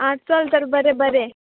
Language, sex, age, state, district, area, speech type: Goan Konkani, female, 18-30, Goa, Murmgao, urban, conversation